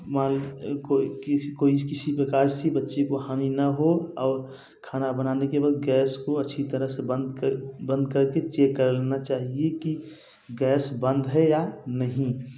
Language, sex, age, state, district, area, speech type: Hindi, male, 18-30, Uttar Pradesh, Bhadohi, rural, spontaneous